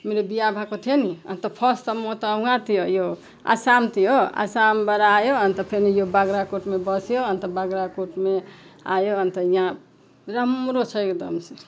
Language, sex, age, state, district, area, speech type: Nepali, female, 45-60, West Bengal, Jalpaiguri, rural, spontaneous